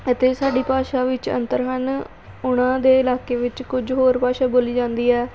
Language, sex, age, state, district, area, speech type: Punjabi, female, 18-30, Punjab, Pathankot, urban, spontaneous